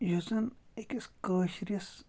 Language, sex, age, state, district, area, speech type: Kashmiri, male, 18-30, Jammu and Kashmir, Shopian, rural, spontaneous